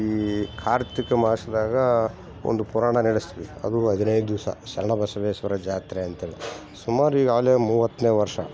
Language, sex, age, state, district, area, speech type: Kannada, male, 45-60, Karnataka, Bellary, rural, spontaneous